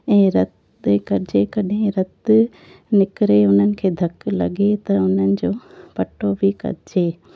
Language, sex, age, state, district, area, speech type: Sindhi, female, 30-45, Gujarat, Junagadh, urban, spontaneous